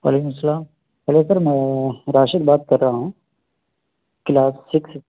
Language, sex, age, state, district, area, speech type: Urdu, male, 30-45, Bihar, Araria, urban, conversation